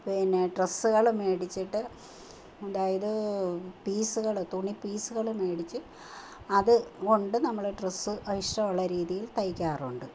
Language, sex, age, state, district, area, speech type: Malayalam, female, 45-60, Kerala, Kottayam, rural, spontaneous